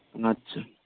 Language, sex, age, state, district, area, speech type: Santali, male, 18-30, West Bengal, Birbhum, rural, conversation